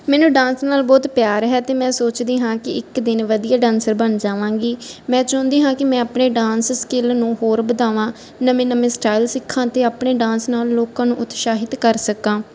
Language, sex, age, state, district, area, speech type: Punjabi, female, 30-45, Punjab, Barnala, rural, spontaneous